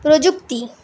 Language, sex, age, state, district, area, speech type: Bengali, female, 18-30, West Bengal, Paschim Bardhaman, urban, read